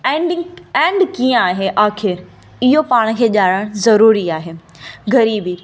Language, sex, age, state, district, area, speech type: Sindhi, female, 18-30, Gujarat, Kutch, urban, spontaneous